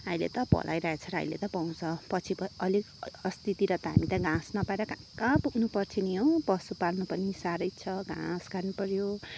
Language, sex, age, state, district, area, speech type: Nepali, female, 30-45, West Bengal, Kalimpong, rural, spontaneous